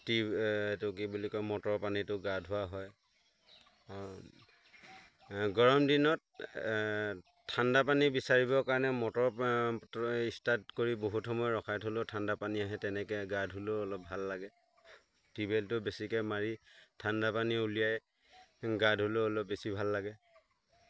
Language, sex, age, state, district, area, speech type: Assamese, male, 30-45, Assam, Lakhimpur, urban, spontaneous